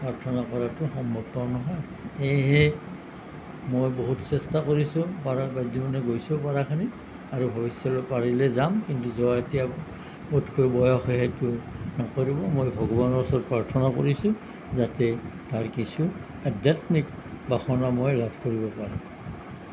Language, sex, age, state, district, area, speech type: Assamese, male, 60+, Assam, Nalbari, rural, spontaneous